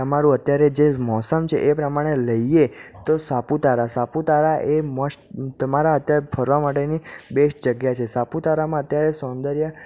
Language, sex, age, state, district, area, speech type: Gujarati, male, 18-30, Gujarat, Ahmedabad, urban, spontaneous